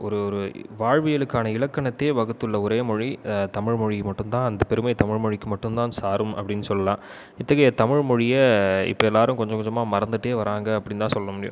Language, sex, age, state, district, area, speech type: Tamil, male, 18-30, Tamil Nadu, Viluppuram, urban, spontaneous